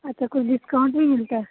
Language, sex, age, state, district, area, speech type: Hindi, female, 18-30, Bihar, Begusarai, rural, conversation